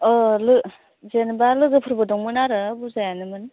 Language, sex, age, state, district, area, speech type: Bodo, female, 18-30, Assam, Baksa, rural, conversation